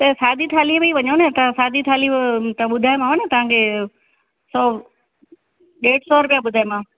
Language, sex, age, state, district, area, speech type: Sindhi, female, 60+, Rajasthan, Ajmer, urban, conversation